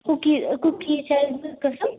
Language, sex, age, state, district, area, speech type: Kashmiri, female, 30-45, Jammu and Kashmir, Ganderbal, rural, conversation